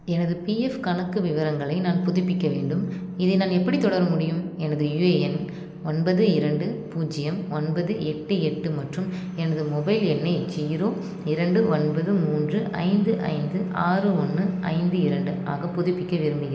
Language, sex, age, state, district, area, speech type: Tamil, female, 30-45, Tamil Nadu, Chennai, urban, read